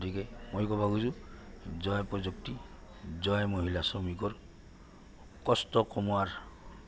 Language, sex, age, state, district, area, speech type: Assamese, male, 60+, Assam, Goalpara, urban, spontaneous